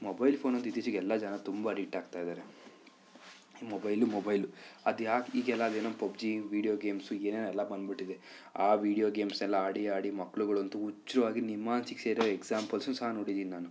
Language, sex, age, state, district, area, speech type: Kannada, male, 30-45, Karnataka, Chikkaballapur, urban, spontaneous